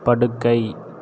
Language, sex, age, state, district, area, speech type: Tamil, male, 18-30, Tamil Nadu, Erode, rural, read